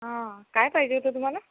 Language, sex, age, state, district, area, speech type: Marathi, female, 18-30, Maharashtra, Akola, rural, conversation